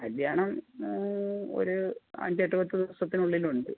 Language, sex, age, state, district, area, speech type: Malayalam, female, 60+, Kerala, Kottayam, rural, conversation